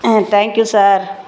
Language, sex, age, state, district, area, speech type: Tamil, female, 60+, Tamil Nadu, Tiruchirappalli, rural, spontaneous